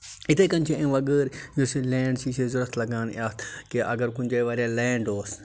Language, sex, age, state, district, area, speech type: Kashmiri, male, 60+, Jammu and Kashmir, Baramulla, rural, spontaneous